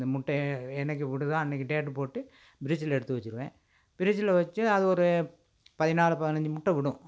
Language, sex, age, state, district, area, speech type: Tamil, male, 60+, Tamil Nadu, Coimbatore, rural, spontaneous